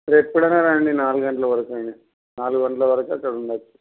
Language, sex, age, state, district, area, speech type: Telugu, male, 30-45, Telangana, Mancherial, rural, conversation